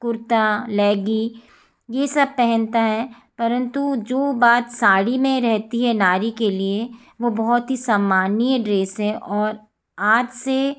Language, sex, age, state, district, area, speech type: Hindi, female, 45-60, Madhya Pradesh, Jabalpur, urban, spontaneous